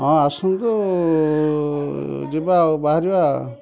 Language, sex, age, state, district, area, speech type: Odia, male, 30-45, Odisha, Kendujhar, urban, spontaneous